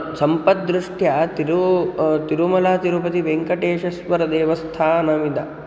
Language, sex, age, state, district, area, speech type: Sanskrit, male, 18-30, Maharashtra, Nagpur, urban, spontaneous